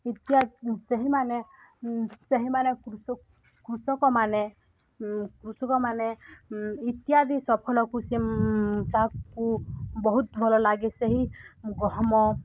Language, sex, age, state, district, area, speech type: Odia, female, 18-30, Odisha, Balangir, urban, spontaneous